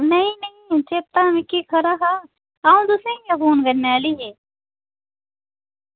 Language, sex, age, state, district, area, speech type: Dogri, female, 30-45, Jammu and Kashmir, Udhampur, rural, conversation